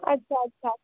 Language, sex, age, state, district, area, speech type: Marathi, female, 30-45, Maharashtra, Akola, rural, conversation